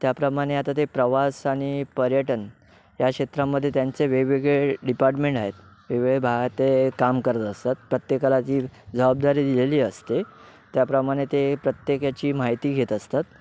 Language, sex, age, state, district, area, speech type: Marathi, male, 30-45, Maharashtra, Ratnagiri, urban, spontaneous